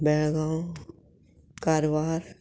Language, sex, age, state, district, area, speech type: Goan Konkani, female, 45-60, Goa, Murmgao, urban, spontaneous